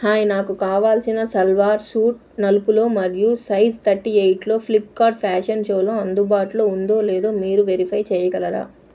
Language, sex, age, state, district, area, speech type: Telugu, female, 30-45, Andhra Pradesh, Nellore, urban, read